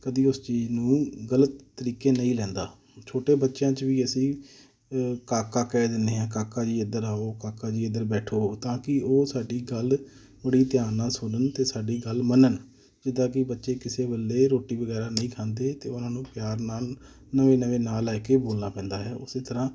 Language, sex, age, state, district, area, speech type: Punjabi, male, 30-45, Punjab, Amritsar, urban, spontaneous